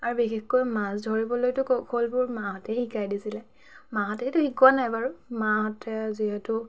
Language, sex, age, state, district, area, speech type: Assamese, female, 30-45, Assam, Biswanath, rural, spontaneous